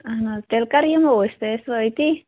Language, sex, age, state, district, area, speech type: Kashmiri, female, 18-30, Jammu and Kashmir, Shopian, rural, conversation